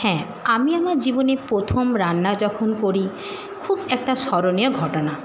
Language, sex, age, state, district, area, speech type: Bengali, female, 60+, West Bengal, Jhargram, rural, spontaneous